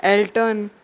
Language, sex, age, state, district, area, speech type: Goan Konkani, female, 30-45, Goa, Salcete, rural, spontaneous